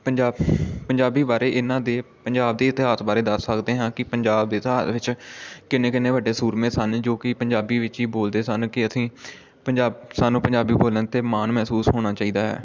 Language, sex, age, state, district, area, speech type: Punjabi, male, 18-30, Punjab, Amritsar, urban, spontaneous